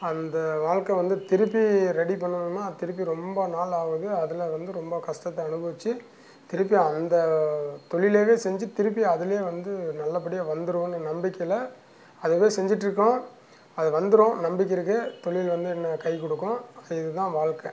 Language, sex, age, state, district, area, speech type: Tamil, male, 60+, Tamil Nadu, Dharmapuri, rural, spontaneous